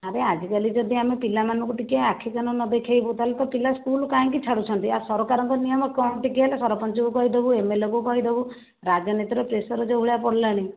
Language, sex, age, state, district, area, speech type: Odia, female, 60+, Odisha, Jajpur, rural, conversation